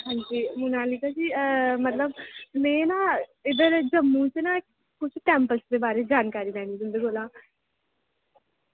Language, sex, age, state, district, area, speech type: Dogri, female, 18-30, Jammu and Kashmir, Jammu, rural, conversation